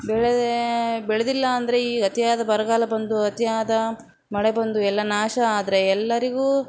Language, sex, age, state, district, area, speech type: Kannada, female, 30-45, Karnataka, Davanagere, rural, spontaneous